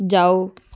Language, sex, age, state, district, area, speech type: Punjabi, female, 18-30, Punjab, Amritsar, urban, read